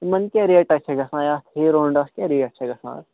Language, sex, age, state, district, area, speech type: Kashmiri, male, 18-30, Jammu and Kashmir, Budgam, rural, conversation